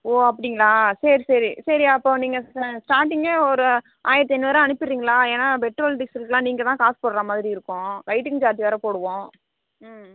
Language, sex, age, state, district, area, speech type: Tamil, female, 60+, Tamil Nadu, Sivaganga, rural, conversation